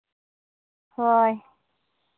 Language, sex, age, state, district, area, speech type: Santali, female, 18-30, Jharkhand, Seraikela Kharsawan, rural, conversation